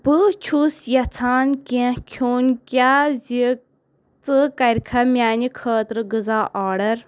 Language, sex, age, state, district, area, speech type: Kashmiri, female, 18-30, Jammu and Kashmir, Anantnag, rural, read